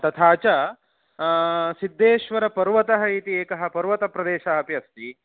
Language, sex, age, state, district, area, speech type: Sanskrit, male, 30-45, Karnataka, Shimoga, rural, conversation